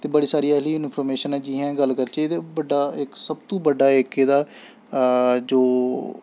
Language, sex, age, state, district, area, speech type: Dogri, male, 18-30, Jammu and Kashmir, Samba, rural, spontaneous